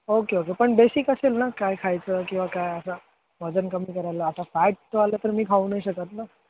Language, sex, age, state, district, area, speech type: Marathi, male, 18-30, Maharashtra, Ratnagiri, urban, conversation